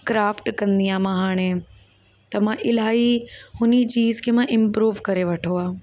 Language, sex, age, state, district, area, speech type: Sindhi, female, 18-30, Uttar Pradesh, Lucknow, urban, spontaneous